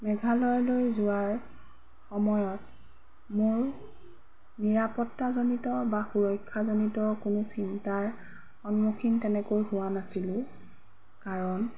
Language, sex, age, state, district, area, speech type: Assamese, female, 30-45, Assam, Golaghat, rural, spontaneous